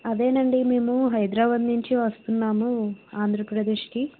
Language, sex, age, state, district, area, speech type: Telugu, female, 30-45, Andhra Pradesh, Vizianagaram, rural, conversation